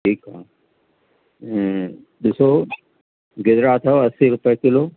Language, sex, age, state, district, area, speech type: Sindhi, male, 60+, Uttar Pradesh, Lucknow, urban, conversation